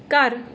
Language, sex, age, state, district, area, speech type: Punjabi, female, 18-30, Punjab, Gurdaspur, rural, read